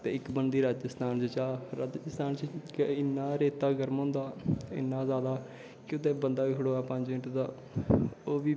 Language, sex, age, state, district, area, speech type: Dogri, male, 18-30, Jammu and Kashmir, Kathua, rural, spontaneous